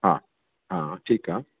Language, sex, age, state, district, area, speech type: Sindhi, male, 45-60, Delhi, South Delhi, urban, conversation